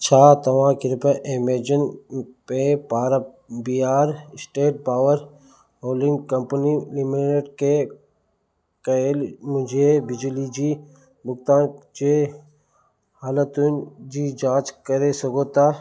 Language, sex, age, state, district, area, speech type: Sindhi, male, 30-45, Gujarat, Kutch, rural, read